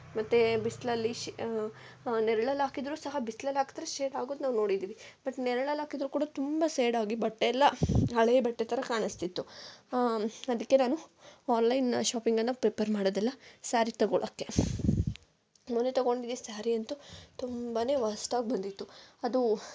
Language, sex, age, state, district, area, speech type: Kannada, female, 18-30, Karnataka, Kolar, rural, spontaneous